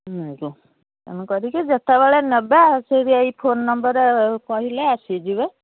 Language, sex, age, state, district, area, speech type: Odia, female, 60+, Odisha, Jharsuguda, rural, conversation